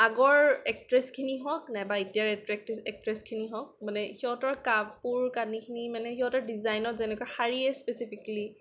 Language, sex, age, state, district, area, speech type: Assamese, female, 18-30, Assam, Kamrup Metropolitan, urban, spontaneous